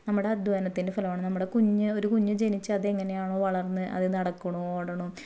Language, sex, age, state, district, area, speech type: Malayalam, female, 30-45, Kerala, Ernakulam, rural, spontaneous